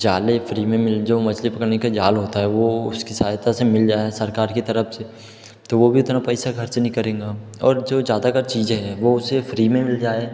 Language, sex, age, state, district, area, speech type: Hindi, male, 18-30, Madhya Pradesh, Betul, urban, spontaneous